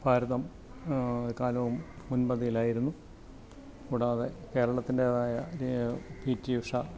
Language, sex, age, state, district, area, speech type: Malayalam, male, 60+, Kerala, Alappuzha, rural, spontaneous